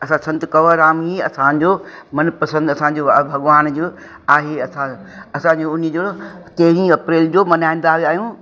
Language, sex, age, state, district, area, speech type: Sindhi, female, 60+, Uttar Pradesh, Lucknow, urban, spontaneous